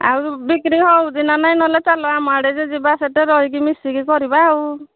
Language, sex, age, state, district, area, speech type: Odia, female, 45-60, Odisha, Angul, rural, conversation